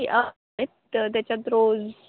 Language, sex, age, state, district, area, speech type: Marathi, female, 18-30, Maharashtra, Nashik, urban, conversation